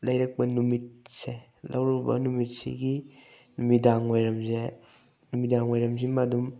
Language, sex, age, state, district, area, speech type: Manipuri, male, 18-30, Manipur, Bishnupur, rural, spontaneous